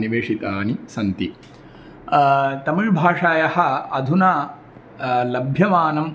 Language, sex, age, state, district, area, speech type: Sanskrit, male, 30-45, Tamil Nadu, Tirunelveli, rural, spontaneous